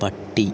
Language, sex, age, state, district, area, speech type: Malayalam, male, 18-30, Kerala, Palakkad, urban, read